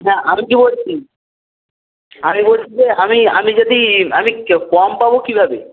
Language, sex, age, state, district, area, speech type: Bengali, male, 18-30, West Bengal, Uttar Dinajpur, urban, conversation